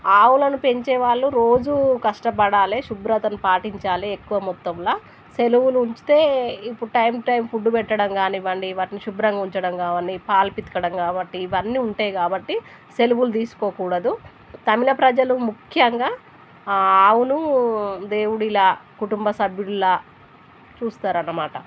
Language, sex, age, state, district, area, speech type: Telugu, female, 30-45, Telangana, Warangal, rural, spontaneous